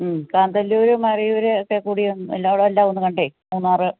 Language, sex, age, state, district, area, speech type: Malayalam, female, 45-60, Kerala, Kannur, rural, conversation